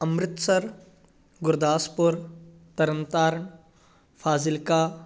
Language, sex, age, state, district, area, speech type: Punjabi, male, 18-30, Punjab, Gurdaspur, rural, spontaneous